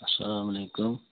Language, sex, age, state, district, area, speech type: Kashmiri, male, 30-45, Jammu and Kashmir, Bandipora, rural, conversation